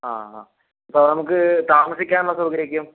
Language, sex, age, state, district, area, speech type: Malayalam, male, 30-45, Kerala, Wayanad, rural, conversation